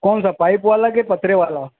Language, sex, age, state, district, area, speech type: Urdu, male, 45-60, Maharashtra, Nashik, urban, conversation